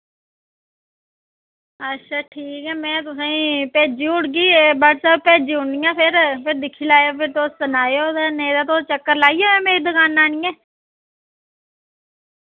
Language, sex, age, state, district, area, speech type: Dogri, female, 30-45, Jammu and Kashmir, Reasi, rural, conversation